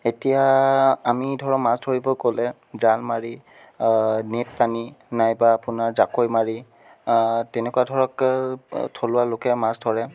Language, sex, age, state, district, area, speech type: Assamese, male, 30-45, Assam, Sonitpur, urban, spontaneous